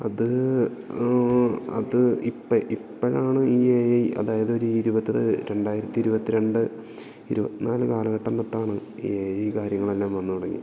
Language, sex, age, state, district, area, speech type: Malayalam, male, 18-30, Kerala, Idukki, rural, spontaneous